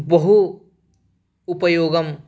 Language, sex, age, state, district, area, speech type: Sanskrit, male, 18-30, Odisha, Bargarh, rural, spontaneous